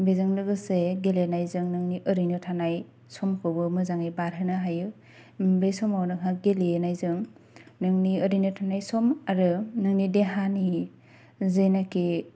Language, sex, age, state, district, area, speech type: Bodo, female, 18-30, Assam, Kokrajhar, rural, spontaneous